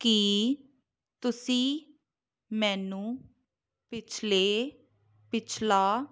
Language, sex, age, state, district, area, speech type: Punjabi, female, 18-30, Punjab, Muktsar, urban, read